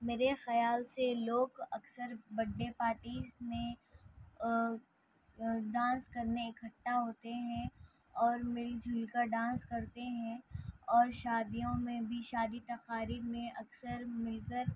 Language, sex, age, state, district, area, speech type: Urdu, female, 18-30, Telangana, Hyderabad, urban, spontaneous